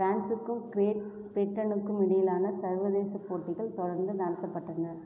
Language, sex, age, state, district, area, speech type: Tamil, female, 18-30, Tamil Nadu, Cuddalore, rural, read